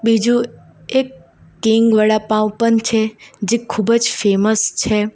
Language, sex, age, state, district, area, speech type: Gujarati, female, 18-30, Gujarat, Valsad, rural, spontaneous